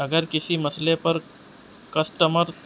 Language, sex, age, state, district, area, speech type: Urdu, male, 45-60, Uttar Pradesh, Muzaffarnagar, urban, spontaneous